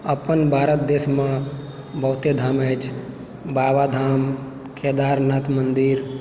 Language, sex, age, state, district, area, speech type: Maithili, male, 18-30, Bihar, Supaul, urban, spontaneous